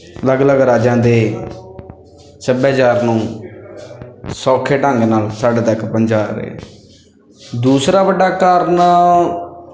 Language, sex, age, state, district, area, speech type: Punjabi, male, 18-30, Punjab, Bathinda, rural, spontaneous